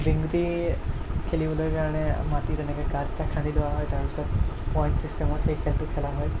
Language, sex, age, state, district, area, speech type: Assamese, male, 18-30, Assam, Kamrup Metropolitan, rural, spontaneous